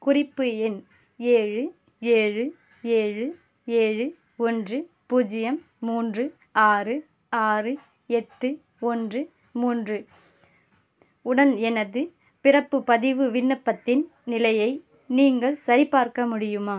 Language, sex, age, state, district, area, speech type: Tamil, female, 18-30, Tamil Nadu, Ranipet, rural, read